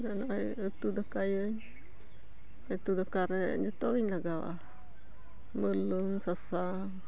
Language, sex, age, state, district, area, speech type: Santali, female, 45-60, West Bengal, Purba Bardhaman, rural, spontaneous